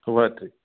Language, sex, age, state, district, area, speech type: Assamese, male, 30-45, Assam, Udalguri, rural, conversation